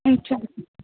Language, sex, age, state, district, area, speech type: Sindhi, female, 18-30, Rajasthan, Ajmer, urban, conversation